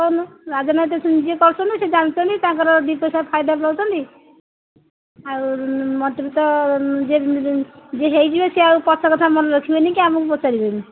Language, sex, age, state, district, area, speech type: Odia, female, 45-60, Odisha, Jagatsinghpur, rural, conversation